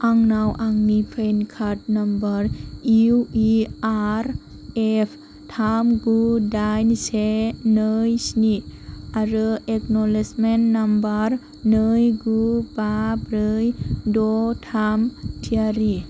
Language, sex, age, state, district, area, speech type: Bodo, female, 18-30, Assam, Kokrajhar, rural, read